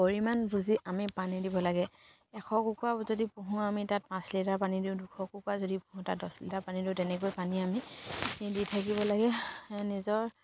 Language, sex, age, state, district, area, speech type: Assamese, female, 45-60, Assam, Dibrugarh, rural, spontaneous